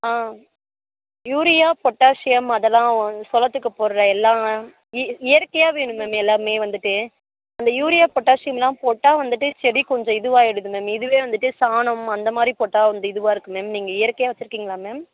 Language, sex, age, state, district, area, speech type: Tamil, female, 18-30, Tamil Nadu, Perambalur, rural, conversation